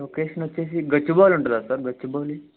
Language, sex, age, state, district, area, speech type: Telugu, male, 18-30, Telangana, Hyderabad, urban, conversation